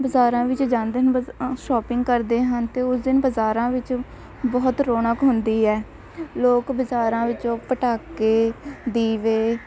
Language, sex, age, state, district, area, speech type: Punjabi, female, 18-30, Punjab, Shaheed Bhagat Singh Nagar, rural, spontaneous